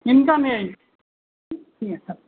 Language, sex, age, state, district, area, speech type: Bengali, male, 45-60, West Bengal, Hooghly, rural, conversation